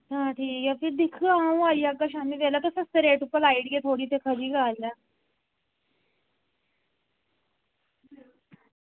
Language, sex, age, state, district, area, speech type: Dogri, female, 60+, Jammu and Kashmir, Reasi, rural, conversation